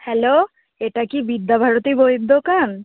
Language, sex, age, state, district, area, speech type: Bengali, female, 18-30, West Bengal, North 24 Parganas, urban, conversation